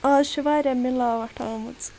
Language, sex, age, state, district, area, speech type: Kashmiri, female, 45-60, Jammu and Kashmir, Ganderbal, rural, spontaneous